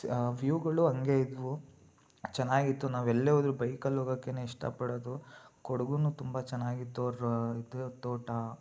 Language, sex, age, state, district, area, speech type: Kannada, male, 18-30, Karnataka, Mysore, urban, spontaneous